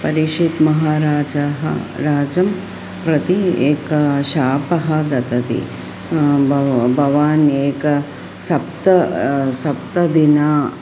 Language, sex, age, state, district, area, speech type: Sanskrit, female, 45-60, Kerala, Thiruvananthapuram, urban, spontaneous